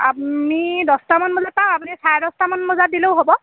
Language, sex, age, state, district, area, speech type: Assamese, female, 30-45, Assam, Dhemaji, rural, conversation